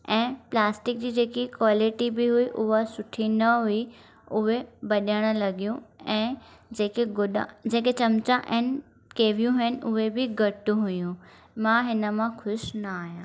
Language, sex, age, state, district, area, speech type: Sindhi, female, 18-30, Maharashtra, Thane, urban, spontaneous